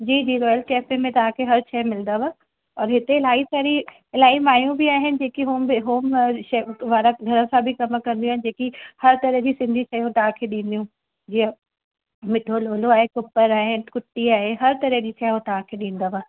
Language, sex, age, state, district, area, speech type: Sindhi, female, 45-60, Uttar Pradesh, Lucknow, urban, conversation